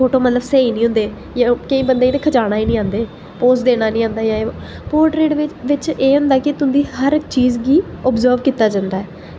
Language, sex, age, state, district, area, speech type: Dogri, female, 18-30, Jammu and Kashmir, Jammu, urban, spontaneous